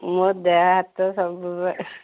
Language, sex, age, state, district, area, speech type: Odia, female, 45-60, Odisha, Angul, rural, conversation